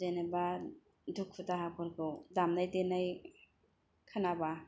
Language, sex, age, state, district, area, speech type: Bodo, female, 18-30, Assam, Kokrajhar, urban, spontaneous